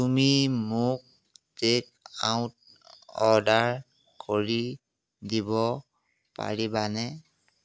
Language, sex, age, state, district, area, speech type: Assamese, male, 30-45, Assam, Jorhat, urban, read